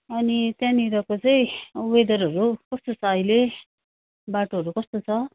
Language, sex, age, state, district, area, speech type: Nepali, male, 45-60, West Bengal, Kalimpong, rural, conversation